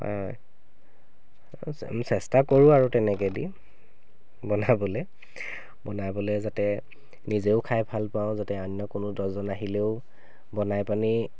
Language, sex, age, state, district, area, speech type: Assamese, male, 30-45, Assam, Sivasagar, urban, spontaneous